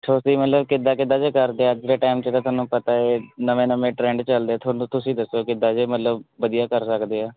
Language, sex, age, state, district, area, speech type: Punjabi, male, 18-30, Punjab, Shaheed Bhagat Singh Nagar, urban, conversation